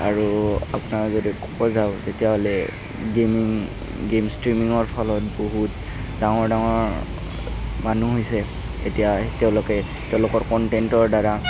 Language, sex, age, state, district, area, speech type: Assamese, male, 18-30, Assam, Kamrup Metropolitan, urban, spontaneous